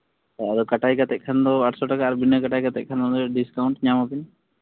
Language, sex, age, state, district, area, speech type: Santali, male, 18-30, Jharkhand, East Singhbhum, rural, conversation